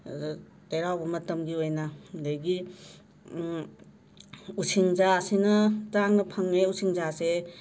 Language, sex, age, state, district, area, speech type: Manipuri, female, 30-45, Manipur, Imphal West, urban, spontaneous